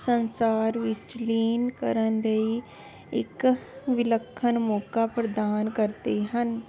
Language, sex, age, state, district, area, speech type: Punjabi, female, 30-45, Punjab, Jalandhar, urban, spontaneous